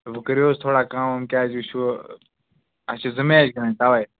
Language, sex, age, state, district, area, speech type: Kashmiri, male, 18-30, Jammu and Kashmir, Ganderbal, rural, conversation